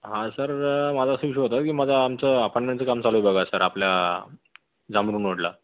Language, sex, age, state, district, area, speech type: Marathi, male, 30-45, Maharashtra, Buldhana, urban, conversation